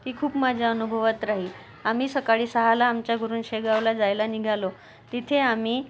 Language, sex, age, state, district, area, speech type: Marathi, female, 30-45, Maharashtra, Amravati, urban, spontaneous